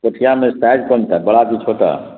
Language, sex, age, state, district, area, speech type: Urdu, male, 30-45, Bihar, Khagaria, rural, conversation